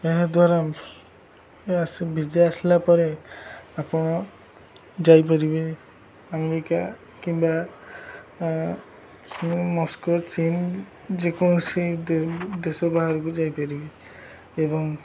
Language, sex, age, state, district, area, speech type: Odia, male, 18-30, Odisha, Jagatsinghpur, rural, spontaneous